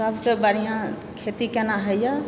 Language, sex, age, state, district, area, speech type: Maithili, female, 30-45, Bihar, Supaul, rural, spontaneous